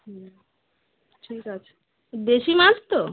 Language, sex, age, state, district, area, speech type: Bengali, female, 30-45, West Bengal, South 24 Parganas, rural, conversation